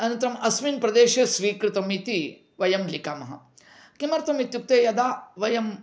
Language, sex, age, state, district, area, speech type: Sanskrit, male, 45-60, Karnataka, Dharwad, urban, spontaneous